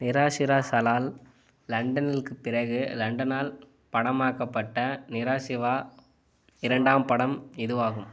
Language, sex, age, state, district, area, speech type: Tamil, male, 18-30, Tamil Nadu, Kallakurichi, urban, read